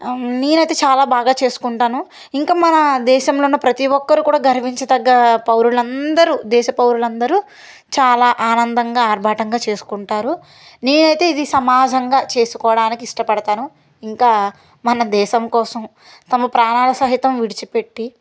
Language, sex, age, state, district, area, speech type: Telugu, female, 18-30, Andhra Pradesh, Palnadu, rural, spontaneous